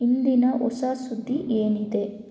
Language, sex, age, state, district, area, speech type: Kannada, female, 18-30, Karnataka, Bangalore Rural, rural, read